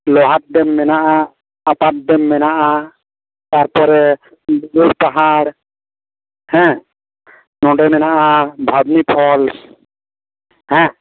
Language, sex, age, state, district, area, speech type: Santali, male, 30-45, West Bengal, Purulia, rural, conversation